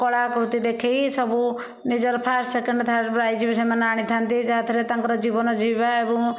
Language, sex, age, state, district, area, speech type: Odia, female, 60+, Odisha, Bhadrak, rural, spontaneous